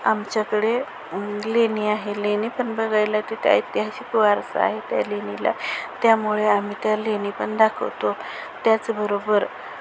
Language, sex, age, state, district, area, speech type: Marathi, female, 45-60, Maharashtra, Osmanabad, rural, spontaneous